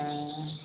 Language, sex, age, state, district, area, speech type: Maithili, female, 60+, Bihar, Madhepura, urban, conversation